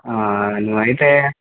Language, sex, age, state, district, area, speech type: Telugu, male, 18-30, Telangana, Komaram Bheem, urban, conversation